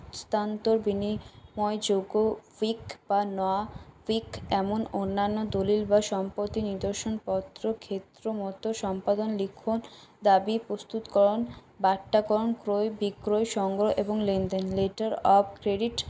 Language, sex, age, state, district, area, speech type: Bengali, female, 18-30, West Bengal, Paschim Bardhaman, urban, spontaneous